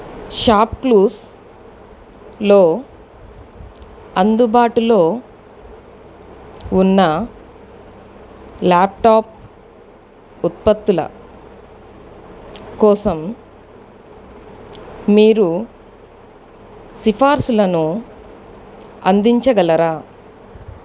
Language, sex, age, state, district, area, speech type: Telugu, female, 45-60, Andhra Pradesh, Eluru, urban, read